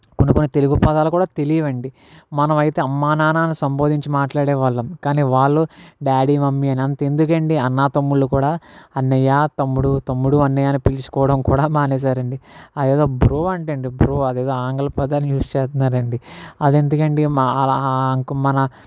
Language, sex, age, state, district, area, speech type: Telugu, male, 60+, Andhra Pradesh, Kakinada, rural, spontaneous